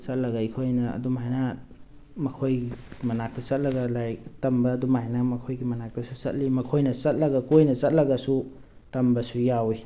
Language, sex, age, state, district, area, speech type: Manipuri, male, 45-60, Manipur, Thoubal, rural, spontaneous